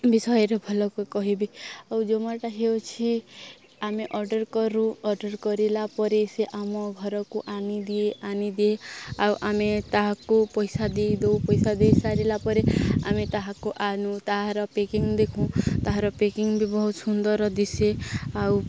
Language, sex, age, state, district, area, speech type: Odia, female, 18-30, Odisha, Nuapada, urban, spontaneous